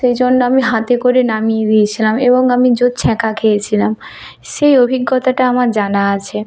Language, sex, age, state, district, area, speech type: Bengali, female, 30-45, West Bengal, Purba Medinipur, rural, spontaneous